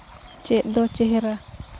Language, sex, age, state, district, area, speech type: Santali, female, 18-30, West Bengal, Malda, rural, read